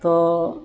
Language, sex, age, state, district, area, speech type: Santali, male, 30-45, West Bengal, Dakshin Dinajpur, rural, spontaneous